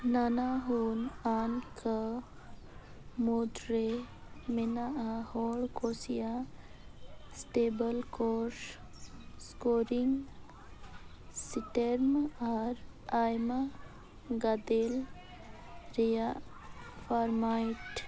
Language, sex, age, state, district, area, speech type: Santali, female, 18-30, Jharkhand, Bokaro, rural, read